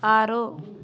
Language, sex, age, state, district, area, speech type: Kannada, female, 18-30, Karnataka, Tumkur, rural, read